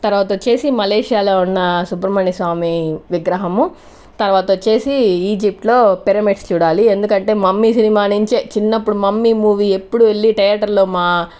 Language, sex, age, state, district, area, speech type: Telugu, female, 30-45, Andhra Pradesh, Sri Balaji, rural, spontaneous